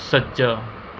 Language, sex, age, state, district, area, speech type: Punjabi, male, 18-30, Punjab, Mohali, rural, read